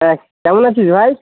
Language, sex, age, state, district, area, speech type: Bengali, male, 18-30, West Bengal, Kolkata, urban, conversation